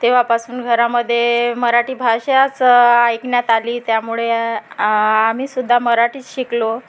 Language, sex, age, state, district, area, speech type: Marathi, female, 30-45, Maharashtra, Nagpur, rural, spontaneous